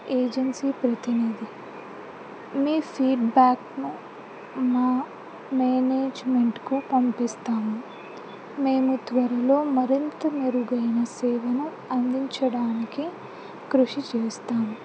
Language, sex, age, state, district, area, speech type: Telugu, female, 18-30, Andhra Pradesh, Anantapur, urban, spontaneous